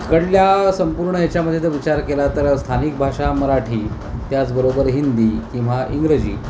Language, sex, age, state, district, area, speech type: Marathi, male, 45-60, Maharashtra, Thane, rural, spontaneous